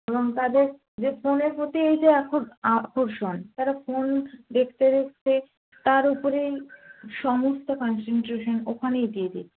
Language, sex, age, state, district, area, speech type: Bengali, female, 18-30, West Bengal, Darjeeling, rural, conversation